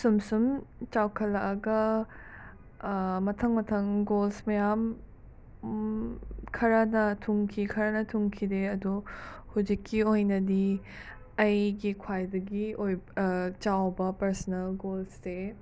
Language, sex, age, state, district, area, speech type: Manipuri, other, 45-60, Manipur, Imphal West, urban, spontaneous